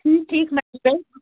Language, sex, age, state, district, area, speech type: Kashmiri, female, 30-45, Jammu and Kashmir, Anantnag, rural, conversation